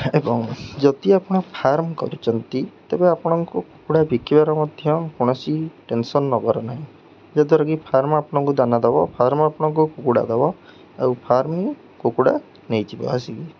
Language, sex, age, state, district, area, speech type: Odia, male, 18-30, Odisha, Jagatsinghpur, rural, spontaneous